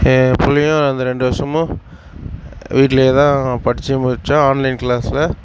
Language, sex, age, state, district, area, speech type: Tamil, male, 45-60, Tamil Nadu, Sivaganga, rural, spontaneous